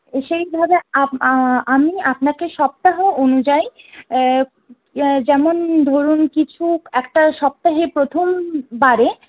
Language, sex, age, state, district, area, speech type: Bengali, female, 18-30, West Bengal, Purulia, urban, conversation